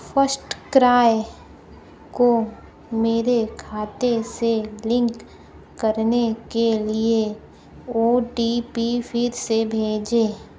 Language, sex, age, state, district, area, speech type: Hindi, female, 30-45, Uttar Pradesh, Sonbhadra, rural, read